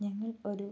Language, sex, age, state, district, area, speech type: Malayalam, female, 18-30, Kerala, Wayanad, rural, spontaneous